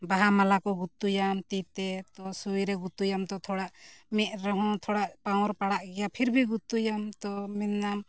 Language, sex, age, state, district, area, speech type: Santali, female, 45-60, Jharkhand, Bokaro, rural, spontaneous